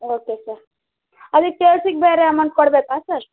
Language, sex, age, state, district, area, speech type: Kannada, female, 18-30, Karnataka, Vijayanagara, rural, conversation